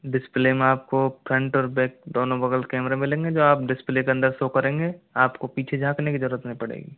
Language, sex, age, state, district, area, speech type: Hindi, male, 60+, Rajasthan, Jaipur, urban, conversation